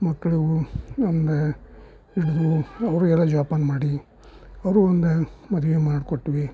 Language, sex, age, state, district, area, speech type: Kannada, male, 60+, Karnataka, Gadag, rural, spontaneous